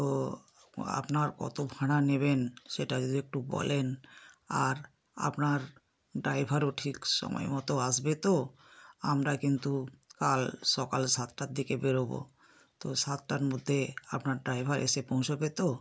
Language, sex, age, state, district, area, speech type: Bengali, female, 60+, West Bengal, South 24 Parganas, rural, spontaneous